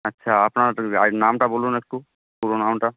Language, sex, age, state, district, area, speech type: Bengali, male, 18-30, West Bengal, Uttar Dinajpur, urban, conversation